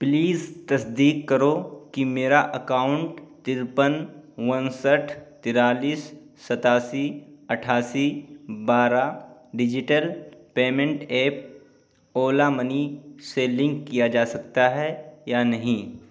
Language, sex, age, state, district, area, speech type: Urdu, male, 18-30, Uttar Pradesh, Siddharthnagar, rural, read